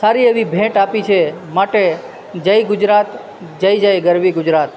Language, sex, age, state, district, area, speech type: Gujarati, male, 30-45, Gujarat, Junagadh, rural, spontaneous